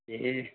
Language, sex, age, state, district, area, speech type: Assamese, male, 60+, Assam, Darrang, rural, conversation